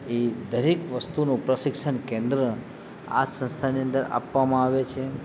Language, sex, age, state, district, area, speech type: Gujarati, male, 30-45, Gujarat, Narmada, urban, spontaneous